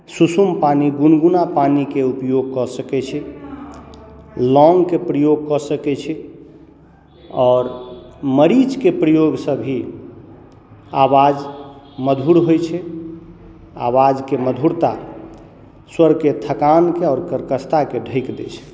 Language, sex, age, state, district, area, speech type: Maithili, male, 30-45, Bihar, Madhubani, rural, spontaneous